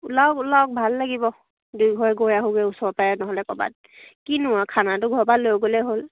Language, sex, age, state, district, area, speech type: Assamese, female, 18-30, Assam, Charaideo, rural, conversation